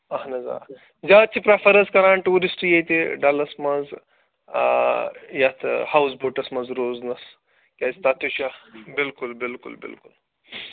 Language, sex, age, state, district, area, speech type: Kashmiri, male, 30-45, Jammu and Kashmir, Srinagar, urban, conversation